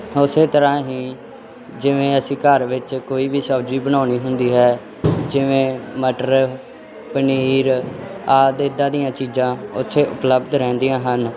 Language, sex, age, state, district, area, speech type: Punjabi, male, 18-30, Punjab, Firozpur, rural, spontaneous